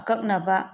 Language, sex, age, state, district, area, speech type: Manipuri, female, 45-60, Manipur, Tengnoupal, urban, spontaneous